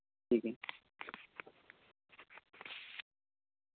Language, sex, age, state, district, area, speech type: Hindi, male, 30-45, Uttar Pradesh, Varanasi, urban, conversation